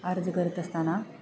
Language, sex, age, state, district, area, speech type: Marathi, female, 45-60, Maharashtra, Satara, urban, spontaneous